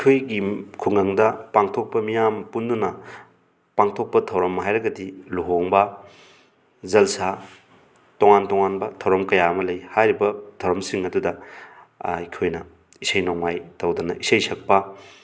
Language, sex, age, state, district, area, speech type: Manipuri, male, 30-45, Manipur, Thoubal, rural, spontaneous